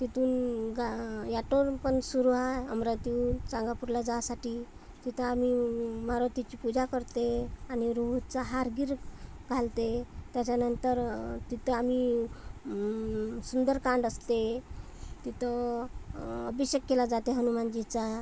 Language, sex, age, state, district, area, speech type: Marathi, female, 30-45, Maharashtra, Amravati, urban, spontaneous